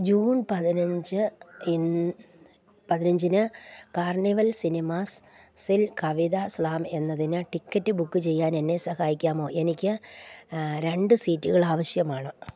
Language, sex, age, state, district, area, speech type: Malayalam, female, 45-60, Kerala, Idukki, rural, read